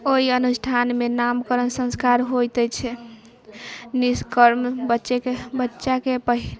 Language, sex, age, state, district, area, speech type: Maithili, female, 18-30, Bihar, Sitamarhi, urban, spontaneous